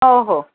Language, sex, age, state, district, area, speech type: Marathi, female, 45-60, Maharashtra, Amravati, urban, conversation